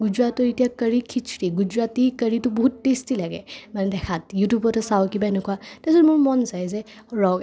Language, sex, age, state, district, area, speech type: Assamese, female, 18-30, Assam, Kamrup Metropolitan, urban, spontaneous